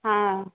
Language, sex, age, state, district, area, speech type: Maithili, female, 60+, Bihar, Samastipur, urban, conversation